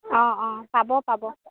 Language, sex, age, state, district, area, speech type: Assamese, female, 30-45, Assam, Golaghat, rural, conversation